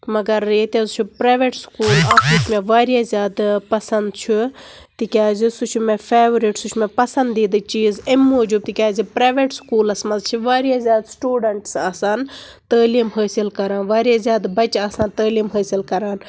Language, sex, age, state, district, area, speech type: Kashmiri, female, 30-45, Jammu and Kashmir, Baramulla, rural, spontaneous